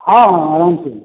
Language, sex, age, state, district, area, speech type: Hindi, male, 45-60, Bihar, Begusarai, rural, conversation